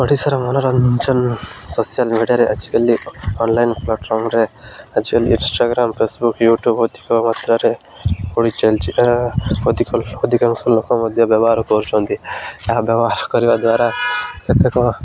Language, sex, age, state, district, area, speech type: Odia, male, 18-30, Odisha, Malkangiri, urban, spontaneous